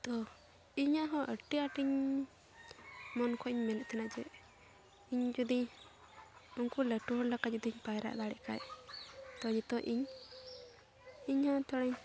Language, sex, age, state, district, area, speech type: Santali, female, 18-30, West Bengal, Dakshin Dinajpur, rural, spontaneous